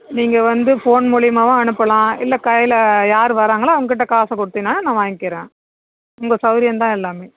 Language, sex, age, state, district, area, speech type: Tamil, female, 60+, Tamil Nadu, Kallakurichi, rural, conversation